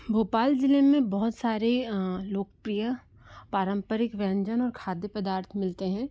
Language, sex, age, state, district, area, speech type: Hindi, female, 30-45, Madhya Pradesh, Bhopal, urban, spontaneous